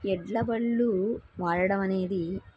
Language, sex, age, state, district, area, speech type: Telugu, female, 30-45, Andhra Pradesh, N T Rama Rao, urban, spontaneous